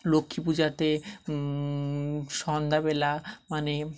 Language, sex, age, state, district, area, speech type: Bengali, male, 30-45, West Bengal, Dakshin Dinajpur, urban, spontaneous